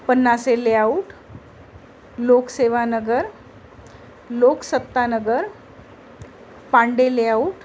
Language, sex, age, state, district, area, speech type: Marathi, female, 45-60, Maharashtra, Nagpur, urban, spontaneous